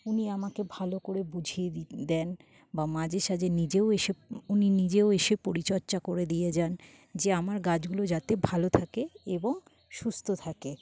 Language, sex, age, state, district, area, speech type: Bengali, female, 45-60, West Bengal, Jhargram, rural, spontaneous